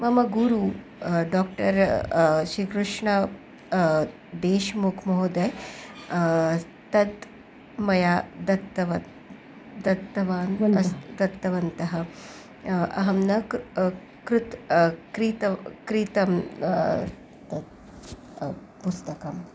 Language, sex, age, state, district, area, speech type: Sanskrit, female, 45-60, Maharashtra, Nagpur, urban, spontaneous